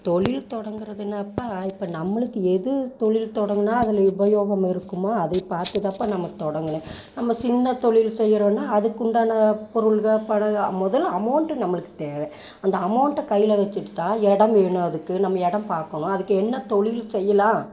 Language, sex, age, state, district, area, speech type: Tamil, female, 60+, Tamil Nadu, Coimbatore, rural, spontaneous